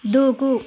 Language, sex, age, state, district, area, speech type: Telugu, female, 18-30, Andhra Pradesh, Visakhapatnam, urban, read